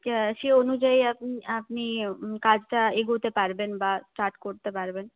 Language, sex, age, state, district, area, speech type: Bengali, female, 18-30, West Bengal, Purulia, urban, conversation